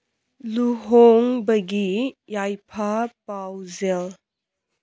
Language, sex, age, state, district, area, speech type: Manipuri, female, 18-30, Manipur, Kangpokpi, urban, read